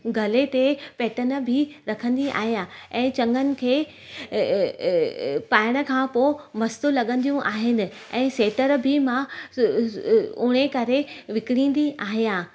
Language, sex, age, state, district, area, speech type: Sindhi, female, 30-45, Gujarat, Surat, urban, spontaneous